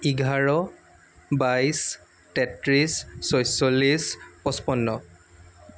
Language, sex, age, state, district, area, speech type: Assamese, male, 18-30, Assam, Jorhat, urban, spontaneous